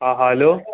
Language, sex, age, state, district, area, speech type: Malayalam, male, 30-45, Kerala, Alappuzha, rural, conversation